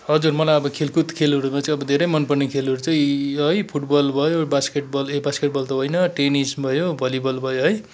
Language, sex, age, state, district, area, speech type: Nepali, male, 45-60, West Bengal, Kalimpong, rural, spontaneous